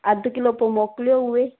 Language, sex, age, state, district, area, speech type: Sindhi, female, 30-45, Maharashtra, Thane, urban, conversation